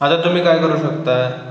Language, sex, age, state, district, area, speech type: Marathi, male, 18-30, Maharashtra, Sangli, rural, spontaneous